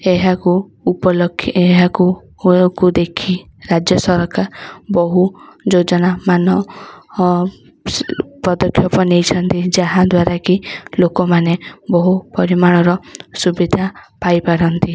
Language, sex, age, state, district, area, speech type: Odia, female, 18-30, Odisha, Ganjam, urban, spontaneous